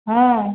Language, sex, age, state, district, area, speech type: Odia, female, 30-45, Odisha, Dhenkanal, rural, conversation